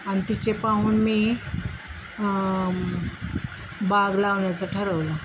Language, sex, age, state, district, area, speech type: Marathi, female, 45-60, Maharashtra, Osmanabad, rural, spontaneous